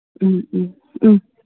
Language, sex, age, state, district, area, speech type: Manipuri, female, 18-30, Manipur, Kangpokpi, urban, conversation